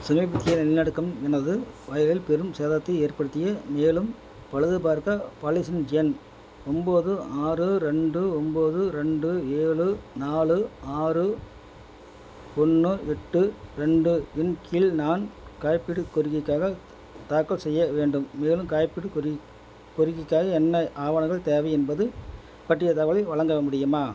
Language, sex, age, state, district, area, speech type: Tamil, male, 60+, Tamil Nadu, Madurai, rural, read